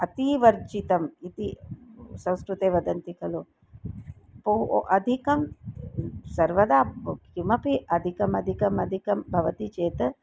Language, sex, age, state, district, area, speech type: Sanskrit, female, 60+, Karnataka, Dharwad, urban, spontaneous